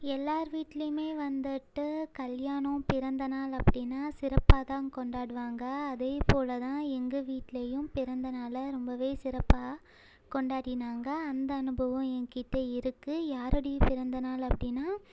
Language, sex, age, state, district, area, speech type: Tamil, female, 18-30, Tamil Nadu, Ariyalur, rural, spontaneous